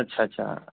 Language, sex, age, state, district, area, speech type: Hindi, male, 30-45, Madhya Pradesh, Ujjain, rural, conversation